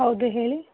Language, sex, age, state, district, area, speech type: Kannada, female, 18-30, Karnataka, Vijayanagara, rural, conversation